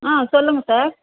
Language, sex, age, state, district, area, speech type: Tamil, female, 45-60, Tamil Nadu, Vellore, rural, conversation